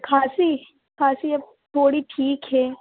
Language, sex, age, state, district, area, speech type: Urdu, female, 30-45, Uttar Pradesh, Lucknow, urban, conversation